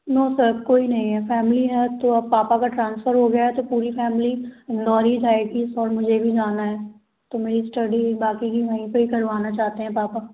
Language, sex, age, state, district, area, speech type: Hindi, female, 18-30, Madhya Pradesh, Gwalior, urban, conversation